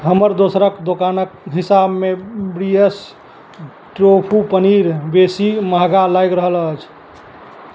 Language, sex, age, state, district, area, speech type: Maithili, male, 30-45, Bihar, Madhubani, rural, read